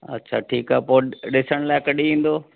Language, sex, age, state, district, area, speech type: Sindhi, male, 45-60, Delhi, South Delhi, urban, conversation